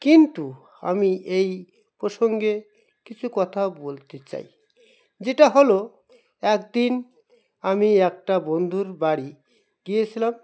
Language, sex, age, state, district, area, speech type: Bengali, male, 45-60, West Bengal, Dakshin Dinajpur, urban, spontaneous